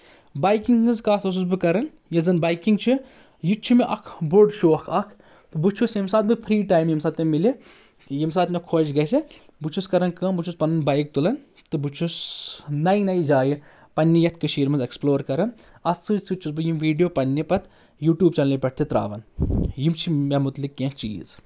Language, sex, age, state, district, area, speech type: Kashmiri, female, 18-30, Jammu and Kashmir, Anantnag, rural, spontaneous